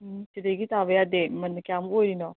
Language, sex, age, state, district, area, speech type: Manipuri, female, 30-45, Manipur, Imphal East, rural, conversation